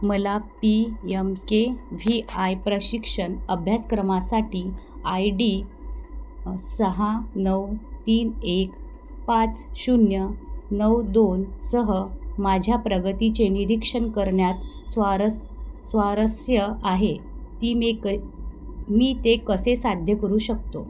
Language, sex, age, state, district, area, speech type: Marathi, female, 30-45, Maharashtra, Wardha, rural, read